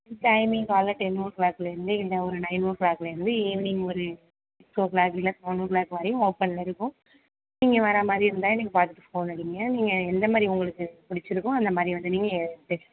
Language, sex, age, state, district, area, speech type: Tamil, female, 18-30, Tamil Nadu, Tiruvarur, rural, conversation